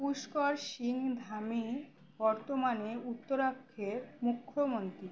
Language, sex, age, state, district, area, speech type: Bengali, female, 18-30, West Bengal, Uttar Dinajpur, urban, read